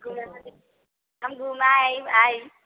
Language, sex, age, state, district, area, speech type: Maithili, female, 18-30, Bihar, Sitamarhi, rural, conversation